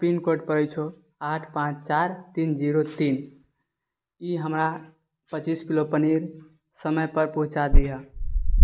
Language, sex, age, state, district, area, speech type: Maithili, male, 18-30, Bihar, Purnia, rural, spontaneous